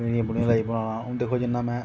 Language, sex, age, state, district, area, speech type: Dogri, male, 30-45, Jammu and Kashmir, Jammu, rural, spontaneous